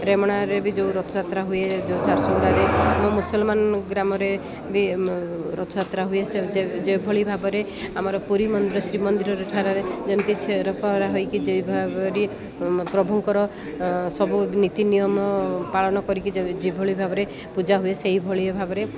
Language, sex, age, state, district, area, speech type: Odia, female, 30-45, Odisha, Koraput, urban, spontaneous